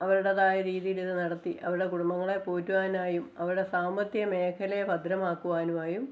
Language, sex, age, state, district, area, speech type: Malayalam, female, 45-60, Kerala, Kottayam, rural, spontaneous